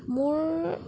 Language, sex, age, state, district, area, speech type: Assamese, female, 18-30, Assam, Nagaon, rural, spontaneous